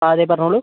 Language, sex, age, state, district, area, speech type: Malayalam, female, 30-45, Kerala, Kozhikode, urban, conversation